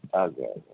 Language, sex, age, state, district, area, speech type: Odia, male, 45-60, Odisha, Sundergarh, rural, conversation